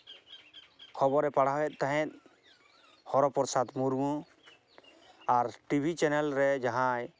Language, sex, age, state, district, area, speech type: Santali, male, 30-45, West Bengal, Jhargram, rural, spontaneous